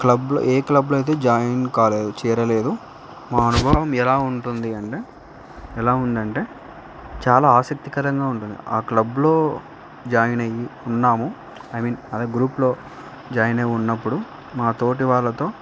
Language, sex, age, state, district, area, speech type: Telugu, male, 18-30, Andhra Pradesh, Nandyal, urban, spontaneous